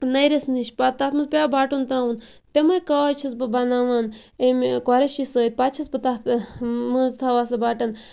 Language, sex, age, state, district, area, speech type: Kashmiri, female, 30-45, Jammu and Kashmir, Bandipora, rural, spontaneous